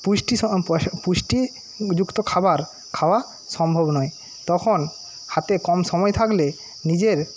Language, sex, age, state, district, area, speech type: Bengali, male, 30-45, West Bengal, Paschim Medinipur, rural, spontaneous